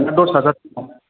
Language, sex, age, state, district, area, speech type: Bodo, male, 30-45, Assam, Chirang, urban, conversation